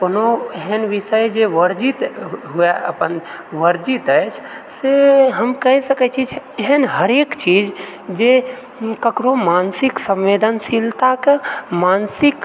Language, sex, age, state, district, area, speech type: Maithili, male, 30-45, Bihar, Purnia, rural, spontaneous